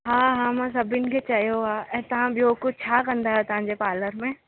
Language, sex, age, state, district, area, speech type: Sindhi, female, 18-30, Rajasthan, Ajmer, urban, conversation